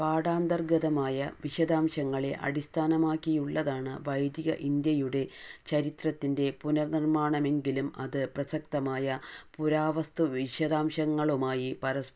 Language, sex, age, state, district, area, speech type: Malayalam, female, 45-60, Kerala, Palakkad, rural, read